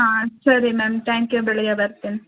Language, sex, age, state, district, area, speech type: Kannada, female, 18-30, Karnataka, Hassan, urban, conversation